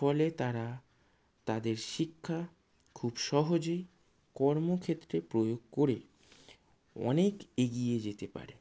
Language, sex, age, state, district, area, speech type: Bengali, male, 30-45, West Bengal, Howrah, urban, spontaneous